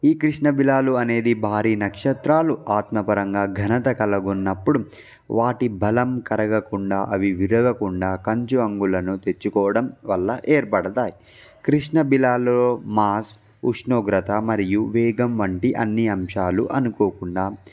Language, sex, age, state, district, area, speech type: Telugu, male, 18-30, Andhra Pradesh, Palnadu, rural, spontaneous